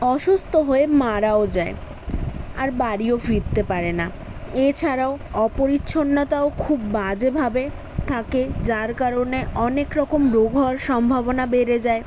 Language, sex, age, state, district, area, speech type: Bengali, female, 18-30, West Bengal, South 24 Parganas, urban, spontaneous